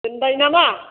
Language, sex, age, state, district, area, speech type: Bodo, female, 60+, Assam, Chirang, rural, conversation